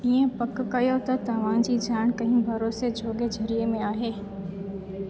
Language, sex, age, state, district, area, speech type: Sindhi, female, 18-30, Gujarat, Junagadh, urban, read